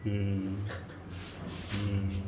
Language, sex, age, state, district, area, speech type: Maithili, male, 60+, Bihar, Madhubani, rural, spontaneous